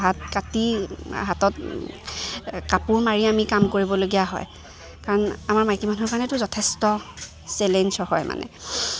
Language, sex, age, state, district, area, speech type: Assamese, female, 18-30, Assam, Lakhimpur, urban, spontaneous